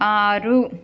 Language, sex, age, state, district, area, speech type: Telugu, female, 18-30, Andhra Pradesh, Srikakulam, urban, read